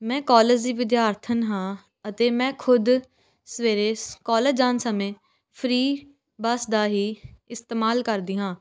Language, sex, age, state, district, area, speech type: Punjabi, female, 18-30, Punjab, Patiala, urban, spontaneous